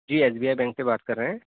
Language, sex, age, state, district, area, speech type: Urdu, male, 30-45, Delhi, East Delhi, urban, conversation